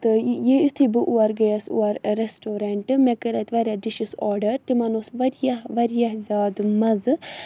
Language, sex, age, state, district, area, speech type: Kashmiri, female, 30-45, Jammu and Kashmir, Budgam, rural, spontaneous